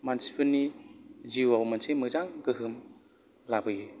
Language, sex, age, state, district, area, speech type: Bodo, male, 45-60, Assam, Kokrajhar, urban, spontaneous